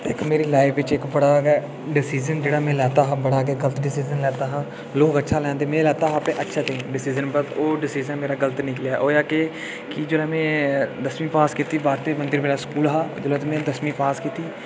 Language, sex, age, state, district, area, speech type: Dogri, male, 18-30, Jammu and Kashmir, Udhampur, urban, spontaneous